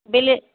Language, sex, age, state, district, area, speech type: Kannada, female, 60+, Karnataka, Belgaum, rural, conversation